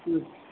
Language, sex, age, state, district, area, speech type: Kannada, male, 45-60, Karnataka, Dakshina Kannada, rural, conversation